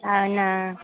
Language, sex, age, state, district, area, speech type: Telugu, female, 18-30, Telangana, Jayashankar, rural, conversation